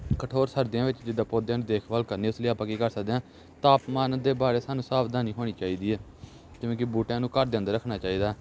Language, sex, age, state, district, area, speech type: Punjabi, male, 18-30, Punjab, Gurdaspur, rural, spontaneous